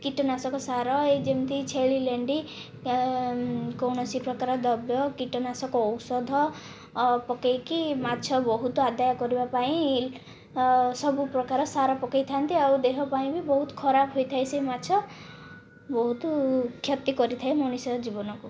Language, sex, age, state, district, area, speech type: Odia, female, 45-60, Odisha, Kandhamal, rural, spontaneous